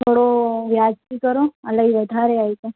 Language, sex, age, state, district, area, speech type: Sindhi, female, 18-30, Gujarat, Surat, urban, conversation